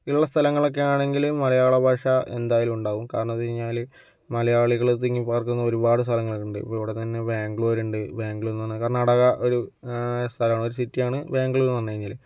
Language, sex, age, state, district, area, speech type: Malayalam, male, 18-30, Kerala, Kozhikode, urban, spontaneous